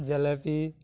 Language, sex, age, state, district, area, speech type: Assamese, male, 18-30, Assam, Majuli, urban, spontaneous